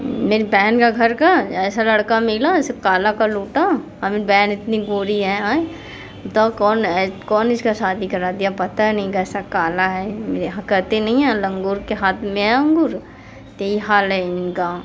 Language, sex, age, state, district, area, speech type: Hindi, female, 45-60, Uttar Pradesh, Mirzapur, urban, spontaneous